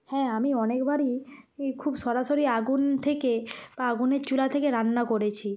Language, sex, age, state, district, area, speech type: Bengali, female, 45-60, West Bengal, Nadia, rural, spontaneous